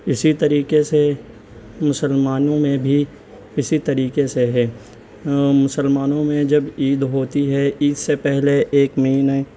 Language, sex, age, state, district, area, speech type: Urdu, male, 18-30, Delhi, East Delhi, urban, spontaneous